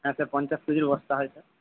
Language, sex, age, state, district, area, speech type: Bengali, male, 45-60, West Bengal, Purba Medinipur, rural, conversation